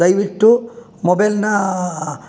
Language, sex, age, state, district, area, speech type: Kannada, male, 60+, Karnataka, Bangalore Urban, rural, spontaneous